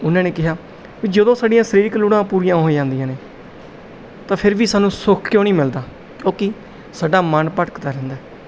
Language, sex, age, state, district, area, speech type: Punjabi, male, 30-45, Punjab, Bathinda, urban, spontaneous